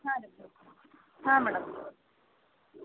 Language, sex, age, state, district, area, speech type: Kannada, female, 30-45, Karnataka, Gadag, rural, conversation